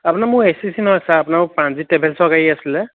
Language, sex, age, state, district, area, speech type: Assamese, male, 45-60, Assam, Lakhimpur, rural, conversation